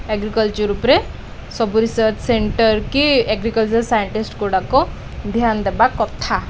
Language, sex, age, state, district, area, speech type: Odia, female, 18-30, Odisha, Koraput, urban, spontaneous